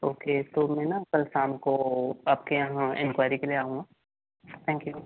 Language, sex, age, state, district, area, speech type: Hindi, male, 18-30, Madhya Pradesh, Betul, urban, conversation